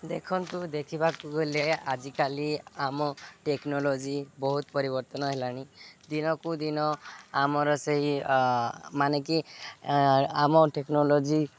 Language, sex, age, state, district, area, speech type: Odia, male, 18-30, Odisha, Subarnapur, urban, spontaneous